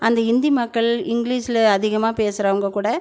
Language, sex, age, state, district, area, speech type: Tamil, female, 60+, Tamil Nadu, Erode, rural, spontaneous